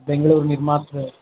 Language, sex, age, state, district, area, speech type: Sanskrit, male, 45-60, Karnataka, Bangalore Urban, urban, conversation